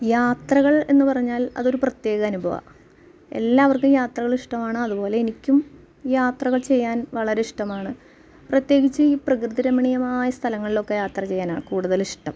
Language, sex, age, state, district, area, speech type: Malayalam, female, 30-45, Kerala, Ernakulam, rural, spontaneous